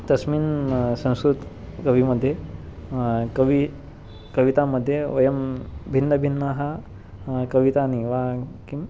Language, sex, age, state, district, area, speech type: Sanskrit, male, 18-30, Maharashtra, Nagpur, urban, spontaneous